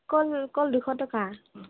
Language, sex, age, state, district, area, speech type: Assamese, female, 18-30, Assam, Kamrup Metropolitan, urban, conversation